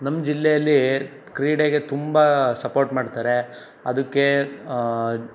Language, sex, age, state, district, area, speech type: Kannada, male, 18-30, Karnataka, Tumkur, rural, spontaneous